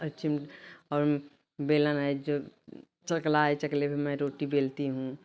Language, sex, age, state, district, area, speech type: Hindi, female, 45-60, Uttar Pradesh, Bhadohi, urban, spontaneous